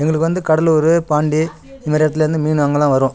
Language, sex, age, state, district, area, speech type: Tamil, male, 45-60, Tamil Nadu, Kallakurichi, rural, spontaneous